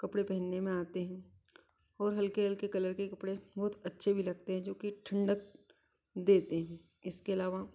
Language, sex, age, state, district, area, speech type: Hindi, female, 30-45, Madhya Pradesh, Ujjain, urban, spontaneous